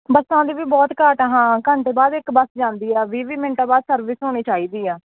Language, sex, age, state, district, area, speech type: Punjabi, female, 18-30, Punjab, Bathinda, rural, conversation